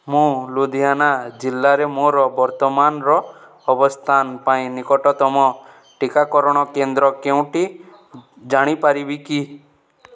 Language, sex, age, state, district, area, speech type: Odia, male, 18-30, Odisha, Balangir, urban, read